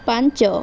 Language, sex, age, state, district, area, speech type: Odia, female, 18-30, Odisha, Subarnapur, urban, read